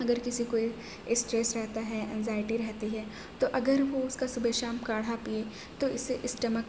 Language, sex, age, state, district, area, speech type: Urdu, female, 18-30, Telangana, Hyderabad, urban, spontaneous